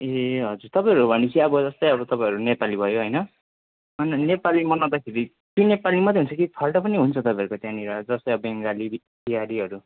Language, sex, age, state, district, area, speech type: Nepali, male, 30-45, West Bengal, Jalpaiguri, rural, conversation